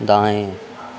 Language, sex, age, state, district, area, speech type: Hindi, male, 30-45, Madhya Pradesh, Harda, urban, read